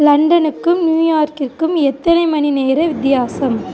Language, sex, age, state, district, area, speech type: Tamil, female, 30-45, Tamil Nadu, Thoothukudi, rural, read